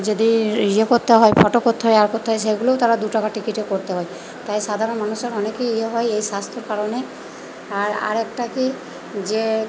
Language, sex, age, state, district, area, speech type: Bengali, female, 30-45, West Bengal, Purba Bardhaman, urban, spontaneous